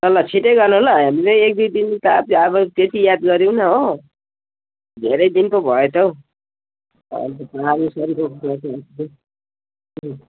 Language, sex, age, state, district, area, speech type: Nepali, female, 60+, West Bengal, Jalpaiguri, rural, conversation